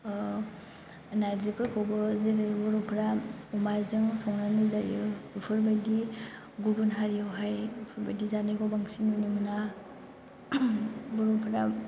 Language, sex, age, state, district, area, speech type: Bodo, female, 18-30, Assam, Chirang, rural, spontaneous